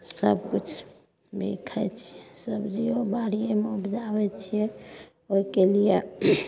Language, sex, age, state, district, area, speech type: Maithili, female, 60+, Bihar, Madhepura, rural, spontaneous